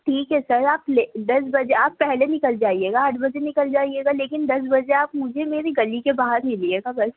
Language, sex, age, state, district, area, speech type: Urdu, female, 18-30, Delhi, Central Delhi, urban, conversation